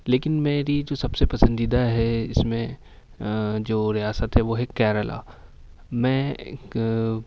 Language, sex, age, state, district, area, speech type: Urdu, male, 18-30, Uttar Pradesh, Ghaziabad, urban, spontaneous